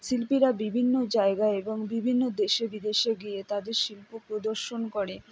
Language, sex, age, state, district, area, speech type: Bengali, female, 60+, West Bengal, Purba Bardhaman, rural, spontaneous